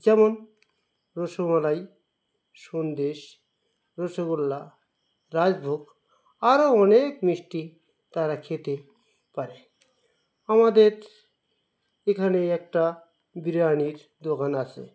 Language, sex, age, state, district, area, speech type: Bengali, male, 45-60, West Bengal, Dakshin Dinajpur, urban, spontaneous